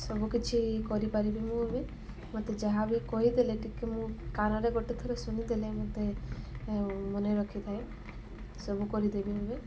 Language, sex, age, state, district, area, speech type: Odia, female, 45-60, Odisha, Malkangiri, urban, spontaneous